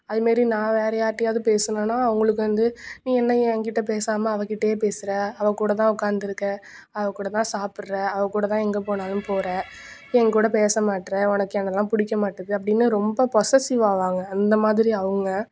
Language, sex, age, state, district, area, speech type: Tamil, female, 18-30, Tamil Nadu, Nagapattinam, rural, spontaneous